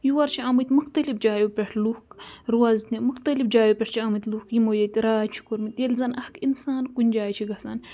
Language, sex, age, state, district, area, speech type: Kashmiri, female, 30-45, Jammu and Kashmir, Budgam, rural, spontaneous